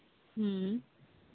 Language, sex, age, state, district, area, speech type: Santali, female, 18-30, West Bengal, Malda, rural, conversation